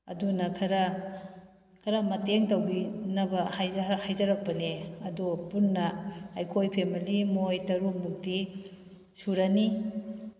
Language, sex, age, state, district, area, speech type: Manipuri, female, 30-45, Manipur, Kakching, rural, spontaneous